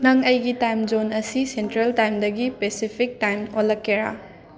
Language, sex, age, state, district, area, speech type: Manipuri, female, 45-60, Manipur, Imphal West, urban, read